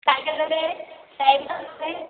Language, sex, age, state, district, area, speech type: Marathi, female, 30-45, Maharashtra, Buldhana, urban, conversation